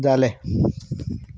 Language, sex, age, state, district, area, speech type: Goan Konkani, male, 30-45, Goa, Salcete, urban, spontaneous